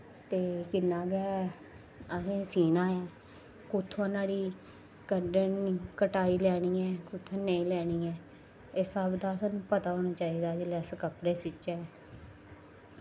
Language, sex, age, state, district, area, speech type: Dogri, female, 30-45, Jammu and Kashmir, Samba, rural, spontaneous